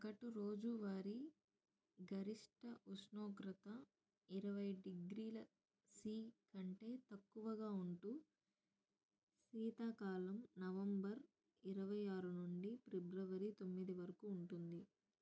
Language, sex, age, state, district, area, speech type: Telugu, female, 30-45, Andhra Pradesh, Nellore, urban, read